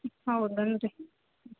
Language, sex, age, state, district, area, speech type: Kannada, female, 30-45, Karnataka, Gadag, rural, conversation